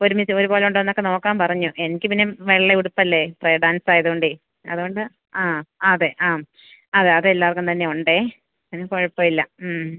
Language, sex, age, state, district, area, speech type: Malayalam, female, 30-45, Kerala, Idukki, rural, conversation